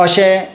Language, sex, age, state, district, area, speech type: Goan Konkani, male, 60+, Goa, Tiswadi, rural, spontaneous